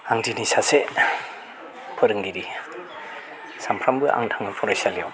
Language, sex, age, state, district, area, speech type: Bodo, male, 45-60, Assam, Chirang, rural, spontaneous